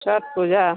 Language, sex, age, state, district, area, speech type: Hindi, female, 45-60, Bihar, Vaishali, rural, conversation